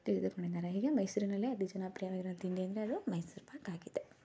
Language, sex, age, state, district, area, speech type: Kannada, female, 18-30, Karnataka, Mysore, urban, spontaneous